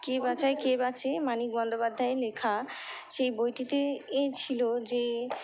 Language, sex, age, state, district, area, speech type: Bengali, female, 60+, West Bengal, Purba Bardhaman, urban, spontaneous